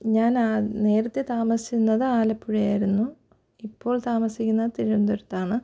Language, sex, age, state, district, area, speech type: Malayalam, female, 30-45, Kerala, Thiruvananthapuram, rural, spontaneous